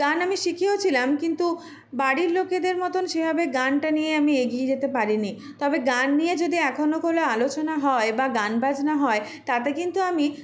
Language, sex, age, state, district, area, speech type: Bengali, female, 30-45, West Bengal, Purulia, urban, spontaneous